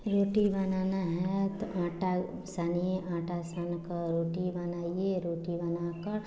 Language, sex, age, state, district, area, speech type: Hindi, female, 30-45, Bihar, Samastipur, rural, spontaneous